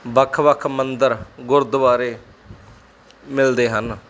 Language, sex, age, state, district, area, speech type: Punjabi, male, 30-45, Punjab, Mansa, rural, spontaneous